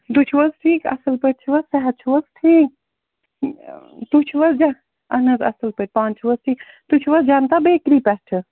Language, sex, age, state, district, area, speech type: Kashmiri, female, 60+, Jammu and Kashmir, Srinagar, urban, conversation